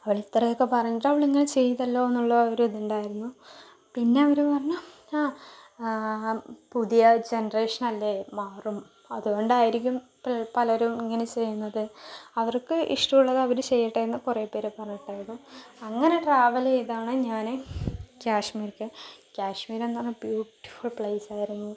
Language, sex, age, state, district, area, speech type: Malayalam, female, 45-60, Kerala, Palakkad, urban, spontaneous